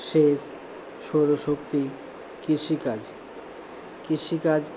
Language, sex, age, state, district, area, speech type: Bengali, male, 60+, West Bengal, Purba Bardhaman, rural, spontaneous